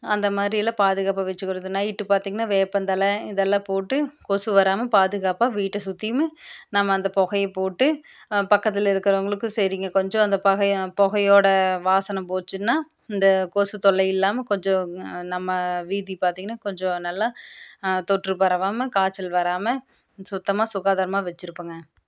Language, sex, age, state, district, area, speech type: Tamil, female, 30-45, Tamil Nadu, Tiruppur, rural, spontaneous